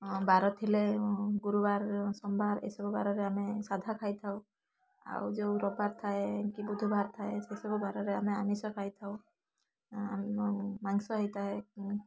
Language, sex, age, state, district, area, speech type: Odia, female, 18-30, Odisha, Balasore, rural, spontaneous